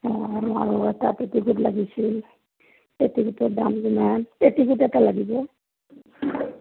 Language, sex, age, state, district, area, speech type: Assamese, female, 60+, Assam, Morigaon, rural, conversation